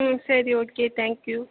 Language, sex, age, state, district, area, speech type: Tamil, female, 18-30, Tamil Nadu, Thanjavur, urban, conversation